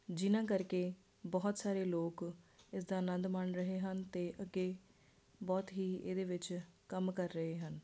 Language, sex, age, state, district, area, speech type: Punjabi, female, 30-45, Punjab, Ludhiana, urban, spontaneous